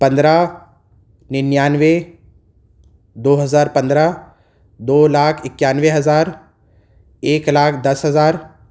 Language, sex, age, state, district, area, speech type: Urdu, male, 30-45, Uttar Pradesh, Gautam Buddha Nagar, rural, spontaneous